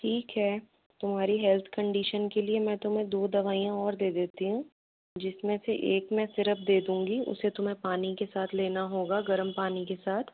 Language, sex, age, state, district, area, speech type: Hindi, female, 18-30, Rajasthan, Jaipur, urban, conversation